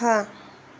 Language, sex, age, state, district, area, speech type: Hindi, female, 18-30, Uttar Pradesh, Ghazipur, rural, read